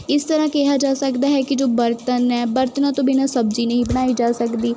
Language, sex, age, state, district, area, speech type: Punjabi, female, 18-30, Punjab, Kapurthala, urban, spontaneous